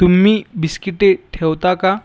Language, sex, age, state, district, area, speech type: Marathi, male, 18-30, Maharashtra, Washim, urban, read